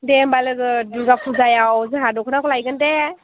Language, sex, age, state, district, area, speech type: Bodo, female, 18-30, Assam, Chirang, urban, conversation